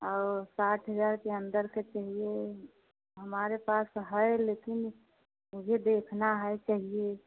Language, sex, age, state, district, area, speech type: Hindi, female, 45-60, Uttar Pradesh, Prayagraj, urban, conversation